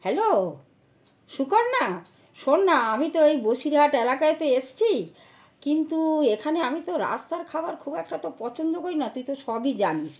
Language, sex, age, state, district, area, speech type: Bengali, female, 60+, West Bengal, North 24 Parganas, urban, spontaneous